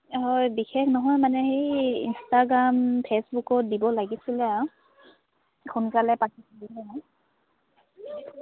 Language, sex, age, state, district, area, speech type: Assamese, female, 30-45, Assam, Dibrugarh, rural, conversation